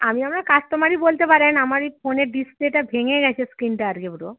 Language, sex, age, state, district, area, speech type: Bengali, female, 60+, West Bengal, Bankura, urban, conversation